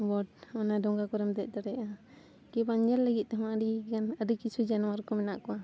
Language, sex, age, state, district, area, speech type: Santali, female, 30-45, Jharkhand, Bokaro, rural, spontaneous